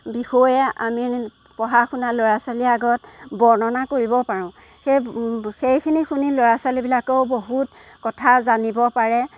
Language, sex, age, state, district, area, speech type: Assamese, female, 30-45, Assam, Golaghat, rural, spontaneous